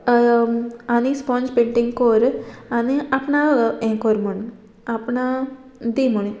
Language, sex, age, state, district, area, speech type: Goan Konkani, female, 18-30, Goa, Murmgao, rural, spontaneous